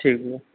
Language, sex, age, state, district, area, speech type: Hindi, male, 30-45, Uttar Pradesh, Lucknow, rural, conversation